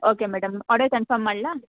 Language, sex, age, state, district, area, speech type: Kannada, female, 18-30, Karnataka, Mysore, urban, conversation